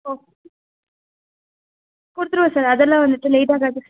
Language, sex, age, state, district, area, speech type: Tamil, female, 30-45, Tamil Nadu, Nilgiris, urban, conversation